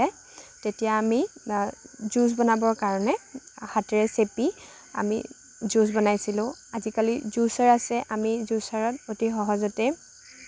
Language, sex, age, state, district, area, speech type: Assamese, female, 18-30, Assam, Lakhimpur, rural, spontaneous